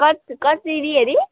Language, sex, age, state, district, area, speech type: Nepali, female, 18-30, West Bengal, Alipurduar, urban, conversation